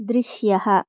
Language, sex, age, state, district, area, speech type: Sanskrit, other, 18-30, Andhra Pradesh, Chittoor, urban, read